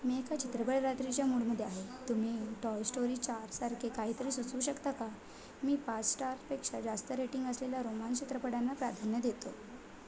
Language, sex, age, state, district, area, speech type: Marathi, female, 18-30, Maharashtra, Ratnagiri, rural, read